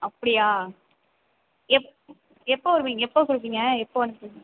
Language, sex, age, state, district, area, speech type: Tamil, female, 18-30, Tamil Nadu, Sivaganga, rural, conversation